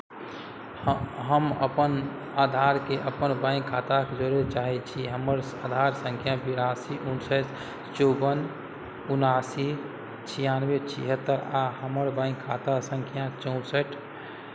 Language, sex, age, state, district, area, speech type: Maithili, male, 30-45, Bihar, Madhubani, rural, read